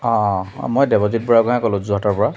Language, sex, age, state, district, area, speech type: Assamese, male, 30-45, Assam, Jorhat, urban, spontaneous